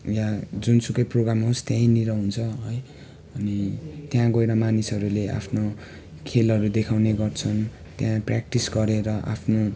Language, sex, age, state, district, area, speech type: Nepali, male, 18-30, West Bengal, Darjeeling, rural, spontaneous